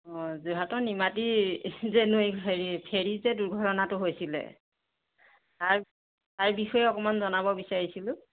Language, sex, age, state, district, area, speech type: Assamese, female, 30-45, Assam, Jorhat, urban, conversation